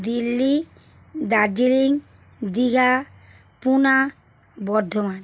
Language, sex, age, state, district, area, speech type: Bengali, female, 45-60, West Bengal, Howrah, urban, spontaneous